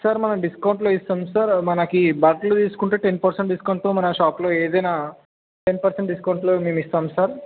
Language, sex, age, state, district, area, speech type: Telugu, male, 18-30, Telangana, Medchal, urban, conversation